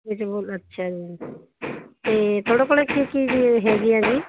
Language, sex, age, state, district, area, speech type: Punjabi, female, 45-60, Punjab, Muktsar, urban, conversation